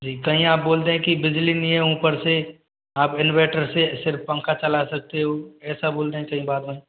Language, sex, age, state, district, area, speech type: Hindi, male, 45-60, Rajasthan, Jodhpur, rural, conversation